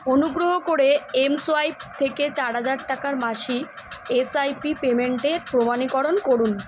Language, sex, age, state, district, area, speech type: Bengali, female, 30-45, West Bengal, Kolkata, urban, read